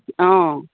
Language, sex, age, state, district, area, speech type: Assamese, female, 60+, Assam, Dibrugarh, rural, conversation